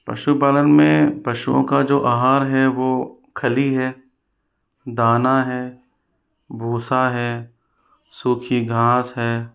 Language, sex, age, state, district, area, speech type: Hindi, male, 60+, Rajasthan, Jaipur, urban, spontaneous